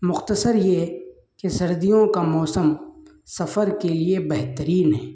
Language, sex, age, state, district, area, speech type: Urdu, male, 30-45, Uttar Pradesh, Muzaffarnagar, urban, spontaneous